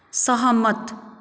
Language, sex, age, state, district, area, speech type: Nepali, female, 30-45, West Bengal, Jalpaiguri, rural, read